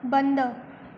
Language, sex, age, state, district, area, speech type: Marathi, female, 18-30, Maharashtra, Thane, urban, read